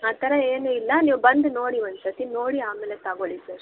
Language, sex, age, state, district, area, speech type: Kannada, female, 18-30, Karnataka, Kolar, urban, conversation